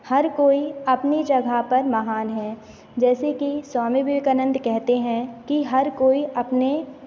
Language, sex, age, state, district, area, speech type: Hindi, female, 18-30, Madhya Pradesh, Hoshangabad, urban, spontaneous